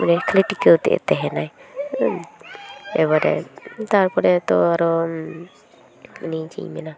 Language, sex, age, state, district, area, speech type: Santali, female, 30-45, West Bengal, Paschim Bardhaman, urban, spontaneous